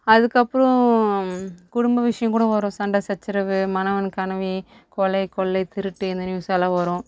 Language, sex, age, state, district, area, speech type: Tamil, female, 18-30, Tamil Nadu, Kallakurichi, rural, spontaneous